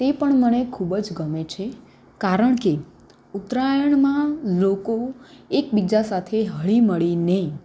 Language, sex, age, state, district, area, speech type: Gujarati, female, 18-30, Gujarat, Anand, urban, spontaneous